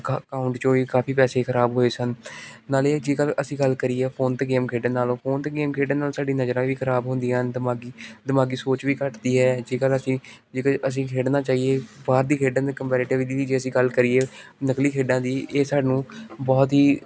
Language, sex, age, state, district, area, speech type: Punjabi, male, 18-30, Punjab, Gurdaspur, urban, spontaneous